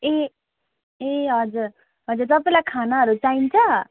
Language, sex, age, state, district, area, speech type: Nepali, female, 18-30, West Bengal, Kalimpong, rural, conversation